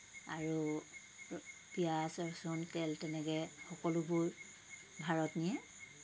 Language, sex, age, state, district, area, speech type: Assamese, female, 60+, Assam, Tinsukia, rural, spontaneous